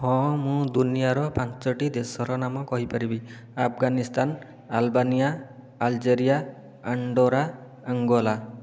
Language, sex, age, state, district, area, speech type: Odia, male, 30-45, Odisha, Khordha, rural, spontaneous